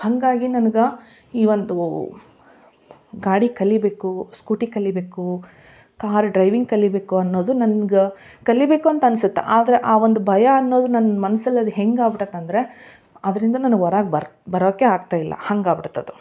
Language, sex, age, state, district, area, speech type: Kannada, female, 30-45, Karnataka, Koppal, rural, spontaneous